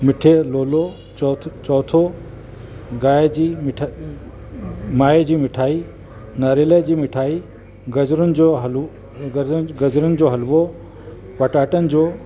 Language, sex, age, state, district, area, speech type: Sindhi, male, 60+, Uttar Pradesh, Lucknow, urban, spontaneous